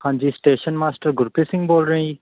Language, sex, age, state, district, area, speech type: Punjabi, male, 18-30, Punjab, Patiala, urban, conversation